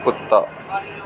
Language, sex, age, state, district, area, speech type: Dogri, male, 18-30, Jammu and Kashmir, Samba, rural, read